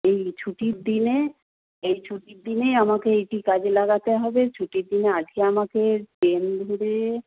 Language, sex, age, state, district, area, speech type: Bengali, female, 60+, West Bengal, Nadia, rural, conversation